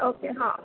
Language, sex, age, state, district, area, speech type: Marathi, female, 18-30, Maharashtra, Kolhapur, urban, conversation